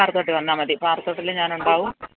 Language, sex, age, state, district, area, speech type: Malayalam, female, 60+, Kerala, Idukki, rural, conversation